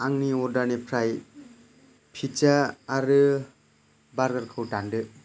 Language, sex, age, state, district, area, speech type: Bodo, male, 18-30, Assam, Kokrajhar, rural, spontaneous